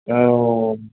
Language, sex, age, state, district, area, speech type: Bodo, male, 30-45, Assam, Kokrajhar, rural, conversation